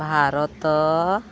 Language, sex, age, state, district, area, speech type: Odia, female, 45-60, Odisha, Sundergarh, rural, spontaneous